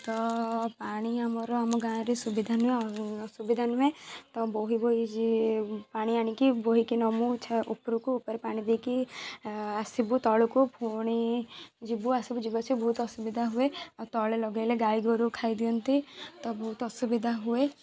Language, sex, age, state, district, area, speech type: Odia, female, 18-30, Odisha, Kendujhar, urban, spontaneous